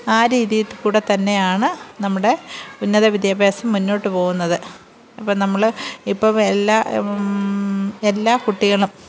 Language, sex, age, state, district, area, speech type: Malayalam, female, 45-60, Kerala, Kollam, rural, spontaneous